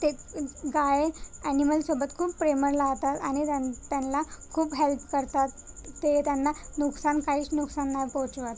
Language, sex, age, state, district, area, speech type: Marathi, female, 30-45, Maharashtra, Nagpur, urban, spontaneous